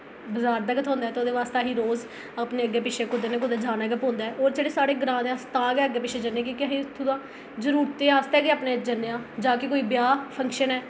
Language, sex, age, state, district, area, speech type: Dogri, female, 18-30, Jammu and Kashmir, Jammu, rural, spontaneous